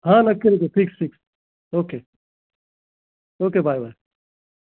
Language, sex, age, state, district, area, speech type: Marathi, male, 30-45, Maharashtra, Raigad, rural, conversation